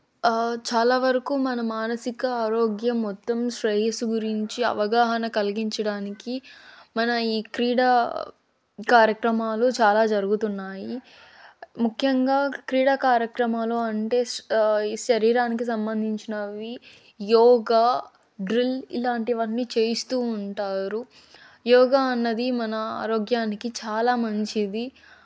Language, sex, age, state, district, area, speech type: Telugu, female, 30-45, Andhra Pradesh, Chittoor, rural, spontaneous